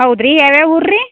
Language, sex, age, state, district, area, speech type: Kannada, female, 60+, Karnataka, Belgaum, rural, conversation